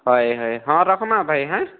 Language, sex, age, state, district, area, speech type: Odia, male, 30-45, Odisha, Kalahandi, rural, conversation